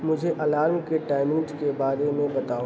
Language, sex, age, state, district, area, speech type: Urdu, male, 30-45, Uttar Pradesh, Aligarh, rural, read